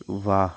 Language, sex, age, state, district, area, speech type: Hindi, male, 18-30, Madhya Pradesh, Jabalpur, urban, read